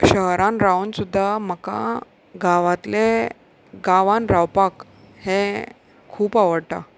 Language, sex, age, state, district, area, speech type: Goan Konkani, female, 30-45, Goa, Salcete, rural, spontaneous